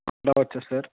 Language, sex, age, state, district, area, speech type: Telugu, male, 18-30, Andhra Pradesh, Konaseema, rural, conversation